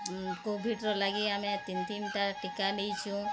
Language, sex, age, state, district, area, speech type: Odia, female, 30-45, Odisha, Bargarh, urban, spontaneous